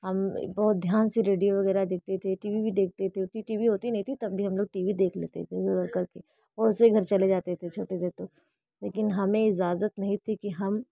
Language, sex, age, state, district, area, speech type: Hindi, female, 30-45, Uttar Pradesh, Bhadohi, rural, spontaneous